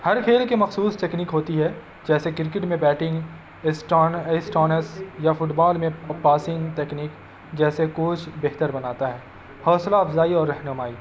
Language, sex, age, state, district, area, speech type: Urdu, male, 18-30, Uttar Pradesh, Azamgarh, urban, spontaneous